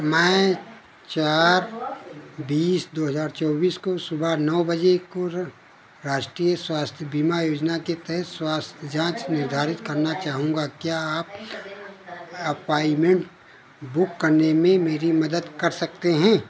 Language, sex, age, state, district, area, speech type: Hindi, male, 60+, Uttar Pradesh, Ayodhya, rural, read